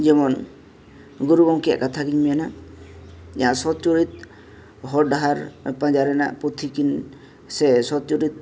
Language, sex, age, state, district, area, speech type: Santali, male, 30-45, Jharkhand, East Singhbhum, rural, spontaneous